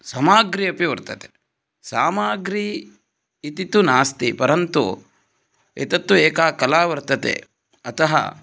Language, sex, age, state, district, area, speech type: Sanskrit, male, 18-30, Karnataka, Uttara Kannada, rural, spontaneous